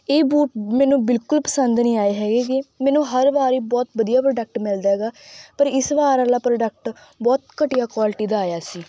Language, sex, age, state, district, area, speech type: Punjabi, female, 18-30, Punjab, Mansa, rural, spontaneous